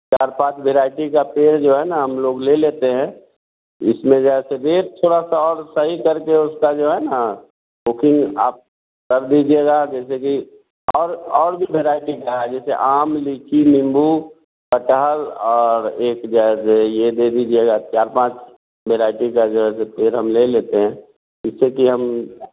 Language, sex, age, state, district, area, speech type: Hindi, male, 45-60, Bihar, Vaishali, rural, conversation